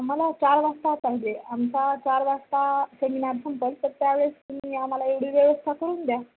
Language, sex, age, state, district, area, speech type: Marathi, female, 30-45, Maharashtra, Nanded, rural, conversation